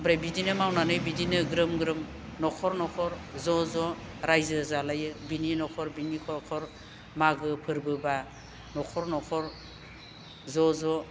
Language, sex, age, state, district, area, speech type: Bodo, female, 60+, Assam, Baksa, urban, spontaneous